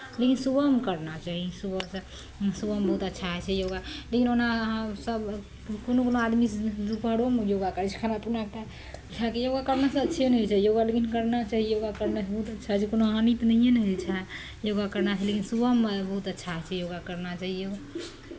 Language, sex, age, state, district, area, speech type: Maithili, female, 30-45, Bihar, Araria, rural, spontaneous